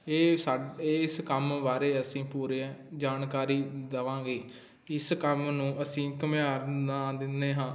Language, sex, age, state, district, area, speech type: Punjabi, male, 18-30, Punjab, Muktsar, rural, spontaneous